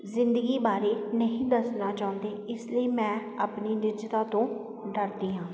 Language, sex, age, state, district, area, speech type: Punjabi, female, 30-45, Punjab, Sangrur, rural, spontaneous